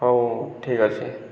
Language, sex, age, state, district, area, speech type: Odia, male, 30-45, Odisha, Boudh, rural, spontaneous